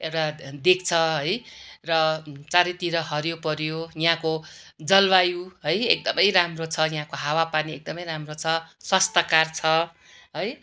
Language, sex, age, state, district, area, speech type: Nepali, female, 45-60, West Bengal, Darjeeling, rural, spontaneous